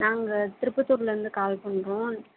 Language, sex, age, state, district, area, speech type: Tamil, female, 18-30, Tamil Nadu, Tirupattur, urban, conversation